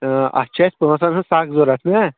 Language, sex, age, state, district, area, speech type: Kashmiri, male, 18-30, Jammu and Kashmir, Shopian, rural, conversation